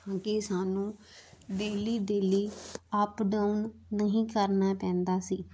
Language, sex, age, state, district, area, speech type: Punjabi, female, 30-45, Punjab, Muktsar, rural, spontaneous